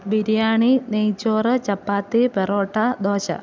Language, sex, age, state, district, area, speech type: Malayalam, female, 30-45, Kerala, Pathanamthitta, rural, spontaneous